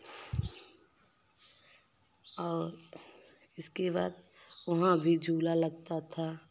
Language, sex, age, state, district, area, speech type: Hindi, female, 30-45, Uttar Pradesh, Jaunpur, urban, spontaneous